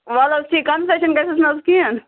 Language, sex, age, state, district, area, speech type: Kashmiri, female, 18-30, Jammu and Kashmir, Budgam, rural, conversation